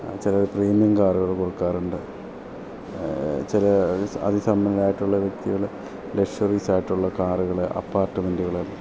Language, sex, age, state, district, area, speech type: Malayalam, male, 30-45, Kerala, Idukki, rural, spontaneous